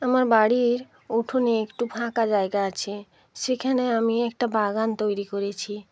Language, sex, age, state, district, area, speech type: Bengali, female, 45-60, West Bengal, Hooghly, urban, spontaneous